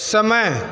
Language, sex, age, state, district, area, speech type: Hindi, male, 30-45, Uttar Pradesh, Bhadohi, urban, read